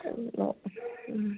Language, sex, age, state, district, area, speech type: Malayalam, female, 18-30, Kerala, Wayanad, rural, conversation